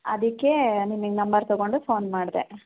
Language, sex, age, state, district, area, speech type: Kannada, female, 18-30, Karnataka, Hassan, rural, conversation